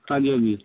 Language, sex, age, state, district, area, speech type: Punjabi, male, 60+, Punjab, Pathankot, urban, conversation